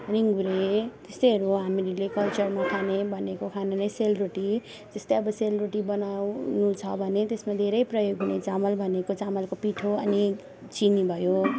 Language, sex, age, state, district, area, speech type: Nepali, female, 18-30, West Bengal, Darjeeling, rural, spontaneous